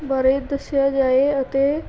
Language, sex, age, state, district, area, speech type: Punjabi, female, 18-30, Punjab, Pathankot, urban, spontaneous